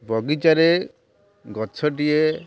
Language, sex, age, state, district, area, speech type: Odia, male, 60+, Odisha, Kendrapara, urban, spontaneous